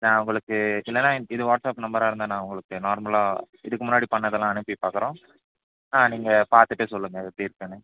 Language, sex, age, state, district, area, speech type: Tamil, male, 18-30, Tamil Nadu, Nilgiris, rural, conversation